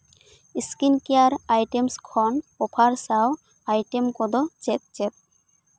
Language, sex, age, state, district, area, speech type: Santali, female, 18-30, West Bengal, Purulia, rural, read